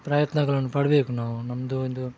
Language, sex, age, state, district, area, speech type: Kannada, male, 30-45, Karnataka, Udupi, rural, spontaneous